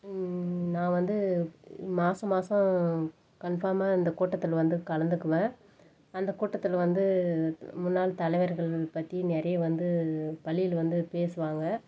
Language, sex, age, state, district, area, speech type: Tamil, female, 30-45, Tamil Nadu, Dharmapuri, urban, spontaneous